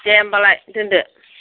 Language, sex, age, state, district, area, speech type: Bodo, female, 45-60, Assam, Kokrajhar, rural, conversation